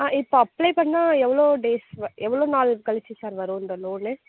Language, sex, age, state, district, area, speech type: Tamil, female, 45-60, Tamil Nadu, Sivaganga, rural, conversation